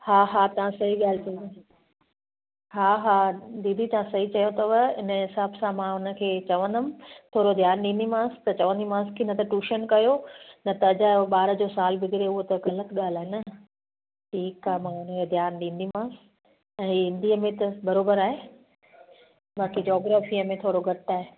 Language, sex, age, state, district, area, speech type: Sindhi, female, 45-60, Gujarat, Kutch, urban, conversation